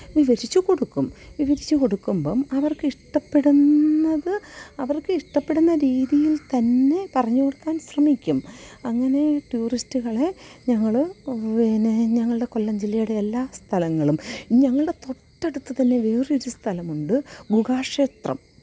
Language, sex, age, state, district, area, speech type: Malayalam, female, 45-60, Kerala, Kollam, rural, spontaneous